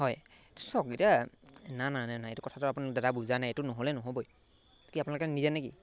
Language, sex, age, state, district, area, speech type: Assamese, male, 18-30, Assam, Golaghat, urban, spontaneous